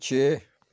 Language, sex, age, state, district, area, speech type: Punjabi, male, 45-60, Punjab, Amritsar, urban, read